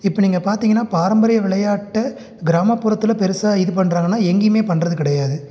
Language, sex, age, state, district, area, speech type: Tamil, male, 30-45, Tamil Nadu, Salem, rural, spontaneous